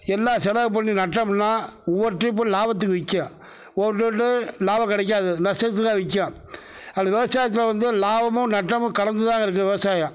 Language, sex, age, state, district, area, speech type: Tamil, male, 60+, Tamil Nadu, Mayiladuthurai, urban, spontaneous